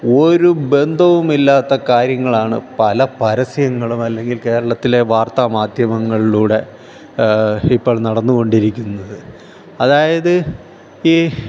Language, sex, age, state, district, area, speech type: Malayalam, male, 45-60, Kerala, Thiruvananthapuram, urban, spontaneous